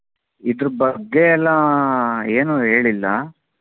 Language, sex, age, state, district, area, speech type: Kannada, male, 30-45, Karnataka, Chitradurga, urban, conversation